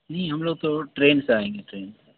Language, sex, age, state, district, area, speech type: Urdu, male, 18-30, Bihar, Purnia, rural, conversation